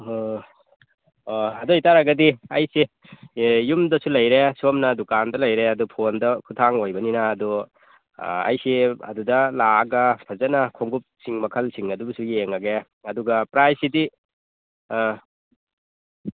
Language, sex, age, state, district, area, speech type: Manipuri, male, 18-30, Manipur, Churachandpur, rural, conversation